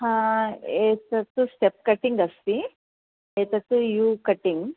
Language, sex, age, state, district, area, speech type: Sanskrit, female, 60+, Karnataka, Bellary, urban, conversation